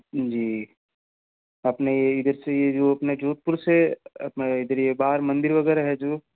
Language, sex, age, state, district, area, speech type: Hindi, male, 45-60, Rajasthan, Jodhpur, urban, conversation